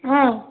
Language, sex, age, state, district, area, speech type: Odia, female, 45-60, Odisha, Rayagada, rural, conversation